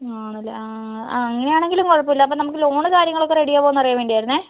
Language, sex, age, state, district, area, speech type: Malayalam, other, 30-45, Kerala, Kozhikode, urban, conversation